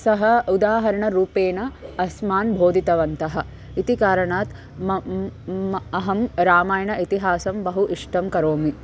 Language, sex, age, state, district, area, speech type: Sanskrit, female, 18-30, Andhra Pradesh, N T Rama Rao, urban, spontaneous